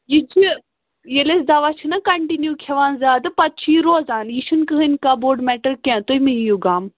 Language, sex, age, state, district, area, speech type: Kashmiri, female, 18-30, Jammu and Kashmir, Pulwama, rural, conversation